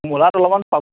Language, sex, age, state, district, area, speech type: Assamese, male, 45-60, Assam, Dhemaji, urban, conversation